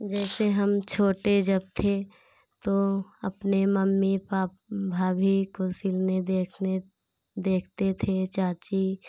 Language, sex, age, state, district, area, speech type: Hindi, female, 30-45, Uttar Pradesh, Pratapgarh, rural, spontaneous